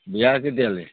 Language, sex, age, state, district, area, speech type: Assamese, male, 45-60, Assam, Sivasagar, rural, conversation